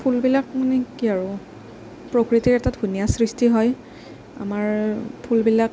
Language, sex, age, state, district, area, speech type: Assamese, female, 18-30, Assam, Nagaon, rural, spontaneous